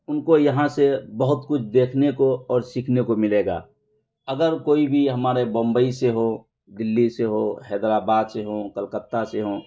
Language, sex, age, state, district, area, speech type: Urdu, male, 30-45, Bihar, Araria, rural, spontaneous